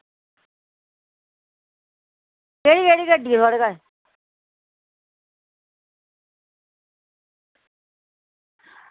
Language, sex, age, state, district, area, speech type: Dogri, female, 45-60, Jammu and Kashmir, Reasi, rural, conversation